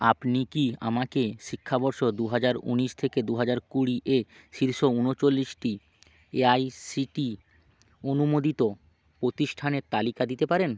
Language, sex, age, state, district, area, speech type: Bengali, male, 45-60, West Bengal, Hooghly, urban, read